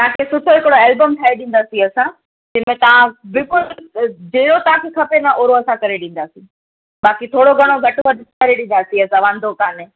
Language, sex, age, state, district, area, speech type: Sindhi, female, 18-30, Gujarat, Kutch, urban, conversation